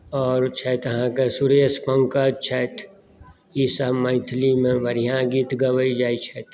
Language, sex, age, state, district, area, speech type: Maithili, male, 45-60, Bihar, Madhubani, rural, spontaneous